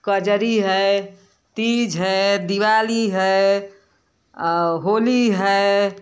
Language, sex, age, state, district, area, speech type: Hindi, female, 60+, Uttar Pradesh, Varanasi, rural, spontaneous